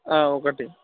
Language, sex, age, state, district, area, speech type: Telugu, male, 18-30, Telangana, Khammam, urban, conversation